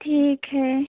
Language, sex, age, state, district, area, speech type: Hindi, female, 18-30, Uttar Pradesh, Jaunpur, urban, conversation